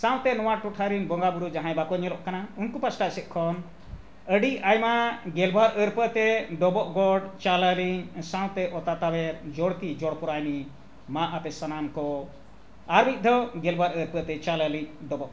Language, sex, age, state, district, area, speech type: Santali, male, 60+, Jharkhand, Bokaro, rural, spontaneous